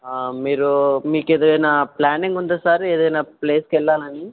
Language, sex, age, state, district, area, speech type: Telugu, male, 45-60, Andhra Pradesh, Kakinada, urban, conversation